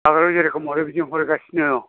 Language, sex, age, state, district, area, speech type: Bodo, male, 60+, Assam, Chirang, urban, conversation